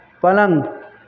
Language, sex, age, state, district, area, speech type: Hindi, male, 30-45, Uttar Pradesh, Mirzapur, urban, read